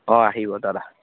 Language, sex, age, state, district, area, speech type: Assamese, male, 18-30, Assam, Jorhat, urban, conversation